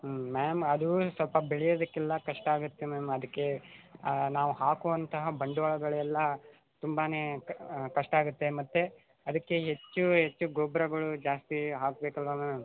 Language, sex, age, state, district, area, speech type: Kannada, male, 18-30, Karnataka, Chamarajanagar, rural, conversation